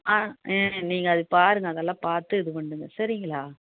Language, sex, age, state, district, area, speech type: Tamil, female, 45-60, Tamil Nadu, Tiruppur, rural, conversation